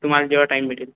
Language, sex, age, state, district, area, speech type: Marathi, male, 18-30, Maharashtra, Akola, rural, conversation